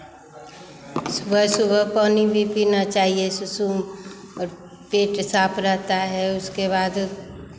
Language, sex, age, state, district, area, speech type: Hindi, female, 45-60, Bihar, Begusarai, rural, spontaneous